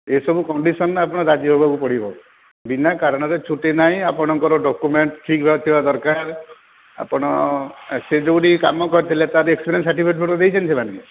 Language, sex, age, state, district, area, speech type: Odia, male, 60+, Odisha, Kendrapara, urban, conversation